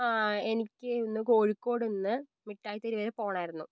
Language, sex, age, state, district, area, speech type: Malayalam, female, 18-30, Kerala, Kozhikode, urban, spontaneous